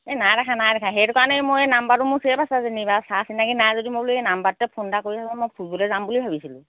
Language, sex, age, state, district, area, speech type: Assamese, female, 45-60, Assam, Golaghat, urban, conversation